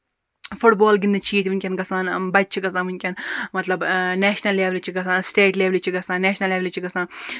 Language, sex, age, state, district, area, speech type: Kashmiri, female, 30-45, Jammu and Kashmir, Baramulla, rural, spontaneous